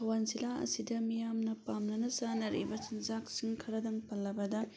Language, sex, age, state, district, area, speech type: Manipuri, female, 30-45, Manipur, Thoubal, rural, spontaneous